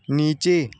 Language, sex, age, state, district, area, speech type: Hindi, male, 18-30, Uttar Pradesh, Ghazipur, rural, read